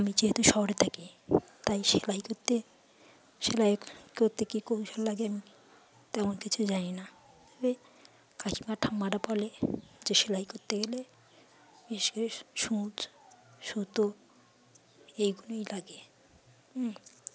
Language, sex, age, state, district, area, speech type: Bengali, female, 30-45, West Bengal, Uttar Dinajpur, urban, spontaneous